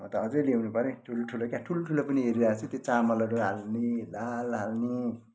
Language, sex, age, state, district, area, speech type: Nepali, male, 45-60, West Bengal, Kalimpong, rural, spontaneous